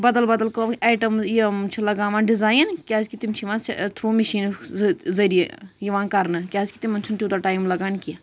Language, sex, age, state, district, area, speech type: Kashmiri, female, 30-45, Jammu and Kashmir, Pulwama, urban, spontaneous